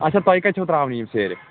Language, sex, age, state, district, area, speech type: Kashmiri, female, 18-30, Jammu and Kashmir, Kulgam, rural, conversation